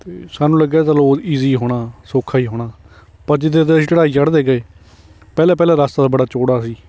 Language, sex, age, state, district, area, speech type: Punjabi, male, 30-45, Punjab, Hoshiarpur, rural, spontaneous